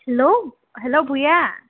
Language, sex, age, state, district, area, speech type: Assamese, female, 18-30, Assam, Darrang, rural, conversation